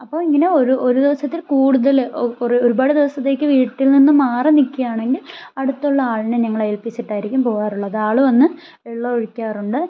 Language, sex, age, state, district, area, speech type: Malayalam, female, 18-30, Kerala, Thiruvananthapuram, rural, spontaneous